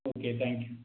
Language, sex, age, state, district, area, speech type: Tamil, male, 30-45, Tamil Nadu, Erode, rural, conversation